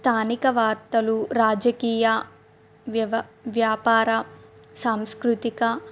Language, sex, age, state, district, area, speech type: Telugu, female, 18-30, Telangana, Adilabad, rural, spontaneous